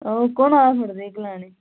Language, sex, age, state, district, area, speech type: Dogri, female, 30-45, Jammu and Kashmir, Udhampur, rural, conversation